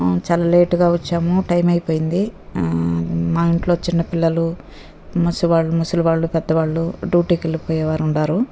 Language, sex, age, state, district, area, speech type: Telugu, female, 60+, Andhra Pradesh, Nellore, rural, spontaneous